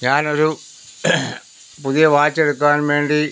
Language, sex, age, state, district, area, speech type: Malayalam, male, 60+, Kerala, Pathanamthitta, urban, spontaneous